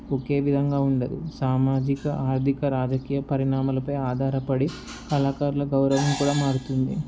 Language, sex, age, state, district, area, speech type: Telugu, male, 18-30, Andhra Pradesh, Palnadu, urban, spontaneous